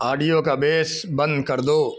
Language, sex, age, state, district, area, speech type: Urdu, male, 45-60, Telangana, Hyderabad, urban, read